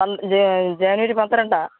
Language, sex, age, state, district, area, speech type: Malayalam, female, 45-60, Kerala, Thiruvananthapuram, urban, conversation